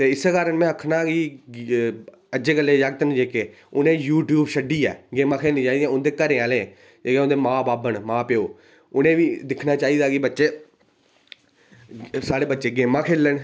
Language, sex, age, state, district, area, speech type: Dogri, male, 18-30, Jammu and Kashmir, Reasi, rural, spontaneous